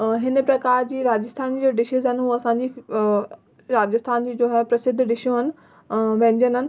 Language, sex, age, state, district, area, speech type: Sindhi, female, 18-30, Rajasthan, Ajmer, rural, spontaneous